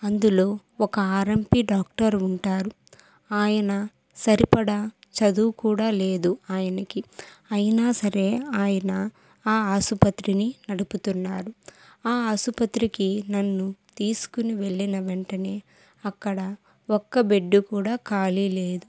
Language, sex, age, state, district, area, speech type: Telugu, female, 18-30, Andhra Pradesh, Kadapa, rural, spontaneous